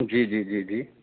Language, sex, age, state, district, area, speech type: Urdu, male, 30-45, Uttar Pradesh, Saharanpur, urban, conversation